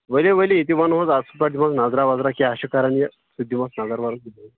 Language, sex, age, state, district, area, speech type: Kashmiri, male, 30-45, Jammu and Kashmir, Kulgam, rural, conversation